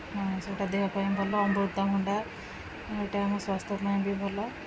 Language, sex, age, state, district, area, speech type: Odia, female, 30-45, Odisha, Jagatsinghpur, rural, spontaneous